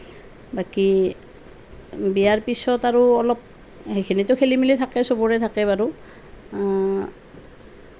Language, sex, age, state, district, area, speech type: Assamese, female, 30-45, Assam, Nalbari, rural, spontaneous